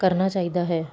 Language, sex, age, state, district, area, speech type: Punjabi, female, 30-45, Punjab, Kapurthala, urban, spontaneous